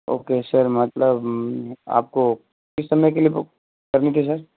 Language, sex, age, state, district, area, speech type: Hindi, male, 18-30, Rajasthan, Jodhpur, rural, conversation